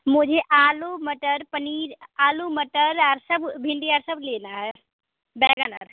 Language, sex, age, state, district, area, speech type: Hindi, female, 18-30, Bihar, Samastipur, urban, conversation